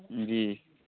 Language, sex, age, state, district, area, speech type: Urdu, male, 30-45, Bihar, Darbhanga, urban, conversation